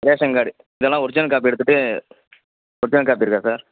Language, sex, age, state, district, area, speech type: Tamil, male, 18-30, Tamil Nadu, Sivaganga, rural, conversation